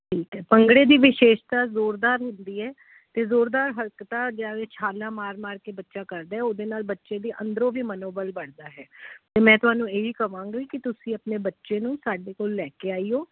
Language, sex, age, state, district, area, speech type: Punjabi, female, 30-45, Punjab, Jalandhar, urban, conversation